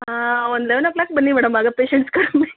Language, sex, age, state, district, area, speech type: Kannada, female, 30-45, Karnataka, Kolar, urban, conversation